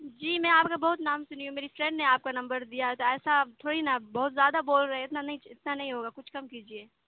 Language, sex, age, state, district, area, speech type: Urdu, female, 18-30, Bihar, Khagaria, rural, conversation